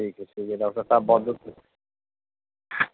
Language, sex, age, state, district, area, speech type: Urdu, male, 30-45, Uttar Pradesh, Rampur, urban, conversation